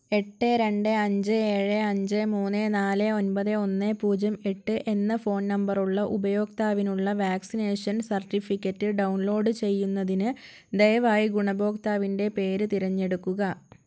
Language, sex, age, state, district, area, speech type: Malayalam, female, 45-60, Kerala, Wayanad, rural, read